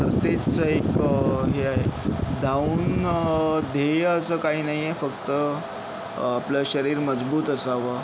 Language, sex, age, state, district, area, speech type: Marathi, male, 30-45, Maharashtra, Yavatmal, urban, spontaneous